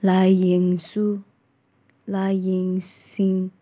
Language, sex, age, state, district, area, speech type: Manipuri, female, 18-30, Manipur, Senapati, rural, spontaneous